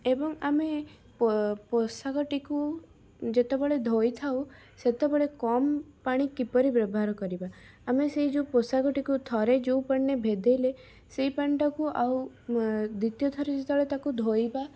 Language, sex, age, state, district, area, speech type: Odia, female, 18-30, Odisha, Cuttack, urban, spontaneous